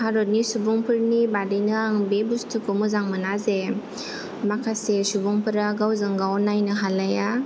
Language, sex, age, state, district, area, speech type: Bodo, female, 18-30, Assam, Kokrajhar, rural, spontaneous